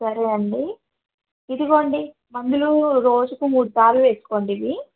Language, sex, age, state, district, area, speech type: Telugu, female, 30-45, Telangana, Khammam, urban, conversation